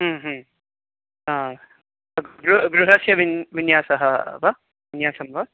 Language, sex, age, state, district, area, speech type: Sanskrit, male, 45-60, Karnataka, Bangalore Urban, urban, conversation